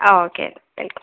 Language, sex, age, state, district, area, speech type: Malayalam, female, 18-30, Kerala, Wayanad, rural, conversation